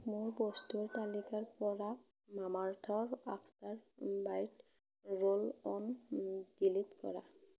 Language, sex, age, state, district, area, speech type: Assamese, female, 18-30, Assam, Darrang, rural, read